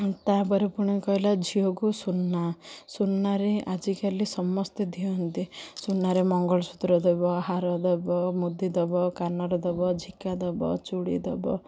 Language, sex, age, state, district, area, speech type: Odia, female, 30-45, Odisha, Ganjam, urban, spontaneous